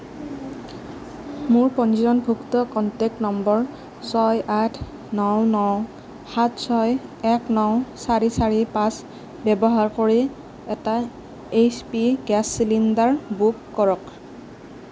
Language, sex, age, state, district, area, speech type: Assamese, female, 18-30, Assam, Nagaon, rural, read